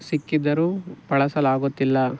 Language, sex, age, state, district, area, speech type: Kannada, male, 18-30, Karnataka, Tumkur, rural, spontaneous